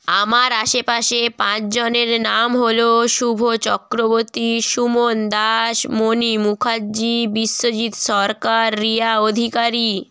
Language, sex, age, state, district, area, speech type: Bengali, female, 30-45, West Bengal, Jalpaiguri, rural, spontaneous